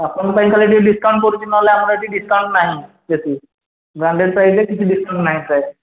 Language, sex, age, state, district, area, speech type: Odia, male, 30-45, Odisha, Khordha, rural, conversation